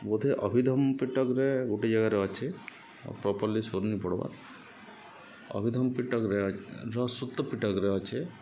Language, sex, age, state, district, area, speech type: Odia, male, 30-45, Odisha, Subarnapur, urban, spontaneous